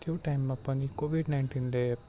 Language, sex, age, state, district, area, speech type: Nepali, male, 18-30, West Bengal, Darjeeling, rural, spontaneous